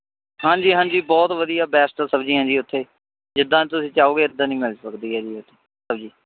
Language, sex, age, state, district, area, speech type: Punjabi, male, 18-30, Punjab, Shaheed Bhagat Singh Nagar, rural, conversation